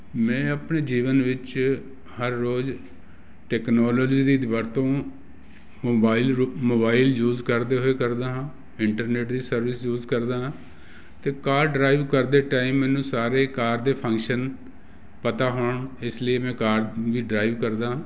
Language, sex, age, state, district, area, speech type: Punjabi, male, 60+, Punjab, Jalandhar, urban, spontaneous